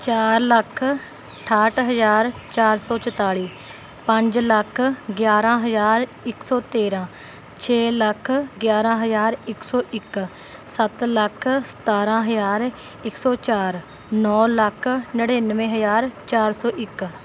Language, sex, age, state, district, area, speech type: Punjabi, female, 18-30, Punjab, Rupnagar, rural, spontaneous